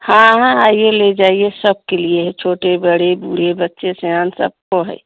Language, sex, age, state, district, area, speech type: Hindi, female, 30-45, Uttar Pradesh, Jaunpur, rural, conversation